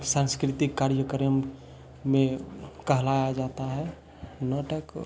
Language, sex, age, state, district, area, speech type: Hindi, male, 18-30, Bihar, Begusarai, urban, spontaneous